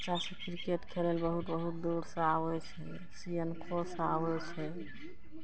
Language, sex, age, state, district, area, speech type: Maithili, female, 45-60, Bihar, Araria, rural, spontaneous